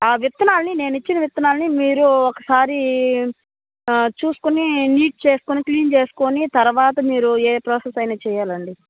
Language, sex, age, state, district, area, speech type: Telugu, female, 30-45, Andhra Pradesh, Nellore, rural, conversation